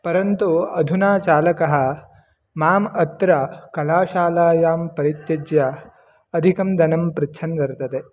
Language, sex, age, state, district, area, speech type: Sanskrit, male, 18-30, Karnataka, Mandya, rural, spontaneous